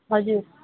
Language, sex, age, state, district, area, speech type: Nepali, female, 18-30, West Bengal, Alipurduar, urban, conversation